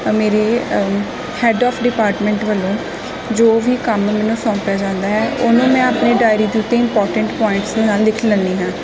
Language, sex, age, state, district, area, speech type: Punjabi, female, 18-30, Punjab, Gurdaspur, rural, spontaneous